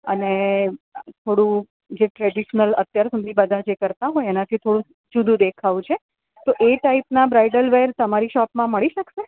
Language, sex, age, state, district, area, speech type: Gujarati, female, 30-45, Gujarat, Anand, urban, conversation